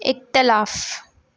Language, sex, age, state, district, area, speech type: Sindhi, female, 18-30, Gujarat, Surat, urban, read